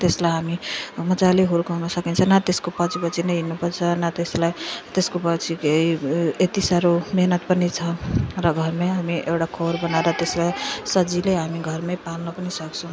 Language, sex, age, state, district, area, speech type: Nepali, female, 30-45, West Bengal, Jalpaiguri, rural, spontaneous